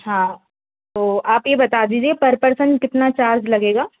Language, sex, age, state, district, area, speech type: Hindi, female, 30-45, Madhya Pradesh, Bhopal, urban, conversation